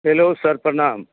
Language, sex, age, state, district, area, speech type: Maithili, male, 45-60, Bihar, Madhubani, rural, conversation